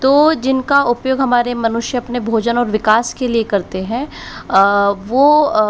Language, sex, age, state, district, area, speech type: Hindi, female, 60+, Rajasthan, Jaipur, urban, spontaneous